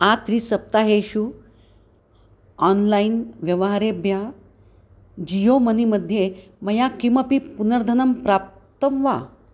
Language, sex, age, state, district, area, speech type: Sanskrit, female, 60+, Maharashtra, Nanded, urban, read